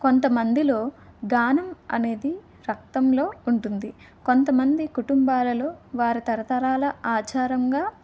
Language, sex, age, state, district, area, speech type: Telugu, female, 18-30, Andhra Pradesh, Vizianagaram, rural, spontaneous